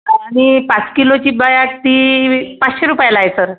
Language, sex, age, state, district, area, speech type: Marathi, female, 60+, Maharashtra, Akola, rural, conversation